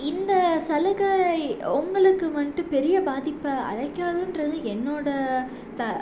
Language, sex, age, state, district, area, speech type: Tamil, female, 18-30, Tamil Nadu, Salem, urban, spontaneous